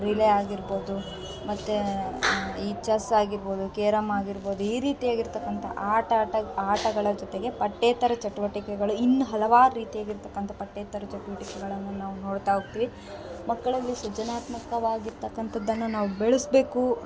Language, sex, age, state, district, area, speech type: Kannada, female, 30-45, Karnataka, Vijayanagara, rural, spontaneous